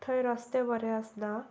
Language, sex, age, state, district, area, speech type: Goan Konkani, female, 18-30, Goa, Sanguem, rural, spontaneous